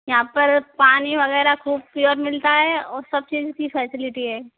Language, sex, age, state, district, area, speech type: Hindi, female, 18-30, Rajasthan, Karauli, rural, conversation